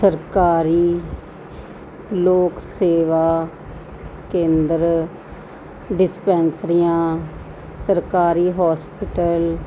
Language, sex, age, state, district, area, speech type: Punjabi, female, 30-45, Punjab, Muktsar, urban, spontaneous